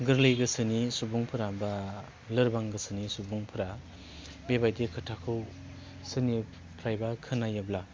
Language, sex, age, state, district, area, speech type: Bodo, male, 30-45, Assam, Baksa, urban, spontaneous